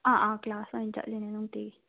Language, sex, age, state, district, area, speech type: Manipuri, female, 18-30, Manipur, Imphal West, rural, conversation